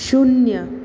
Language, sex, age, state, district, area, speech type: Hindi, female, 60+, Rajasthan, Jodhpur, urban, read